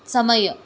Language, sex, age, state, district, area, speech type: Kannada, female, 18-30, Karnataka, Tumkur, rural, read